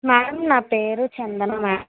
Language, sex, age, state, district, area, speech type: Telugu, female, 60+, Andhra Pradesh, Kakinada, rural, conversation